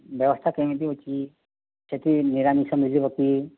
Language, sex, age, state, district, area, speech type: Odia, male, 45-60, Odisha, Boudh, rural, conversation